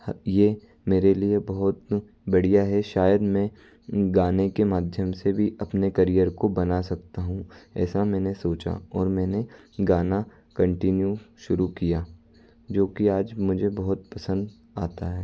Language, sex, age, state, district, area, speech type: Hindi, male, 60+, Madhya Pradesh, Bhopal, urban, spontaneous